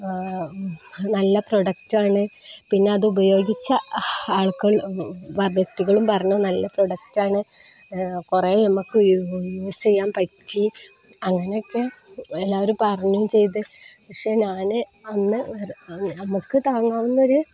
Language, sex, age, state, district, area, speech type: Malayalam, female, 30-45, Kerala, Kozhikode, rural, spontaneous